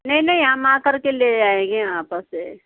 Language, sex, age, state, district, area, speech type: Hindi, female, 30-45, Uttar Pradesh, Ghazipur, rural, conversation